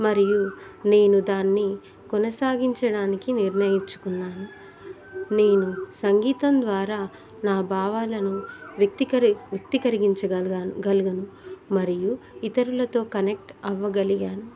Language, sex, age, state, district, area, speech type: Telugu, female, 30-45, Telangana, Hanamkonda, urban, spontaneous